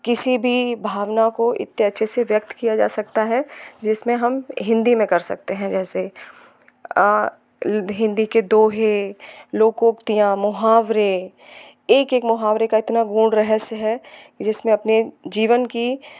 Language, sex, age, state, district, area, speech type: Hindi, female, 30-45, Madhya Pradesh, Hoshangabad, urban, spontaneous